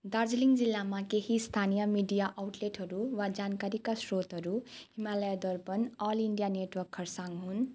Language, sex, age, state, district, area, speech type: Nepali, female, 18-30, West Bengal, Darjeeling, rural, spontaneous